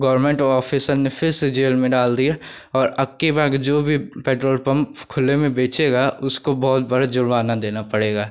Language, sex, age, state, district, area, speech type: Hindi, male, 18-30, Uttar Pradesh, Pratapgarh, rural, spontaneous